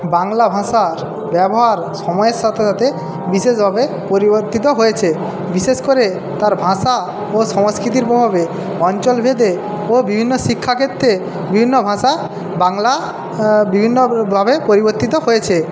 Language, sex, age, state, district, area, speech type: Bengali, male, 45-60, West Bengal, Jhargram, rural, spontaneous